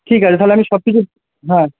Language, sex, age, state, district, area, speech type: Bengali, male, 45-60, West Bengal, North 24 Parganas, urban, conversation